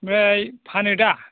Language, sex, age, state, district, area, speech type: Bodo, male, 60+, Assam, Chirang, rural, conversation